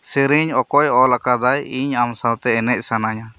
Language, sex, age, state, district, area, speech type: Santali, male, 30-45, West Bengal, Birbhum, rural, read